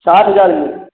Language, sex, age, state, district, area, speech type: Hindi, male, 30-45, Uttar Pradesh, Hardoi, rural, conversation